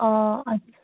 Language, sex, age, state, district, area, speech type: Assamese, female, 18-30, Assam, Nagaon, rural, conversation